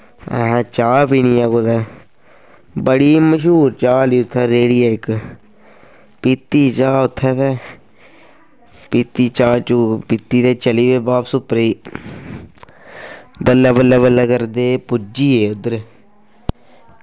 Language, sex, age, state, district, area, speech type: Dogri, male, 18-30, Jammu and Kashmir, Kathua, rural, spontaneous